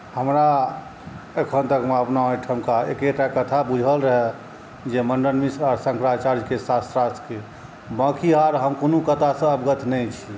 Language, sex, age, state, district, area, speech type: Maithili, male, 30-45, Bihar, Saharsa, rural, spontaneous